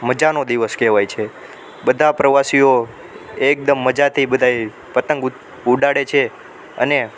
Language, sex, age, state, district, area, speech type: Gujarati, male, 18-30, Gujarat, Ahmedabad, urban, spontaneous